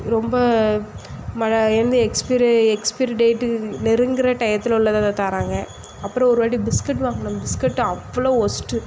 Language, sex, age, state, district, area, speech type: Tamil, female, 18-30, Tamil Nadu, Thoothukudi, rural, spontaneous